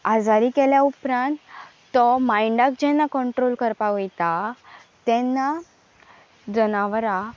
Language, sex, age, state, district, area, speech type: Goan Konkani, female, 18-30, Goa, Pernem, rural, spontaneous